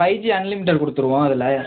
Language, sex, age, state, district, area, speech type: Tamil, male, 18-30, Tamil Nadu, Madurai, urban, conversation